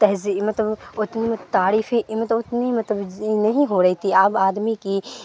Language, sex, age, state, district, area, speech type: Urdu, female, 18-30, Bihar, Supaul, rural, spontaneous